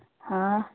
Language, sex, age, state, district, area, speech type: Dogri, female, 18-30, Jammu and Kashmir, Udhampur, rural, conversation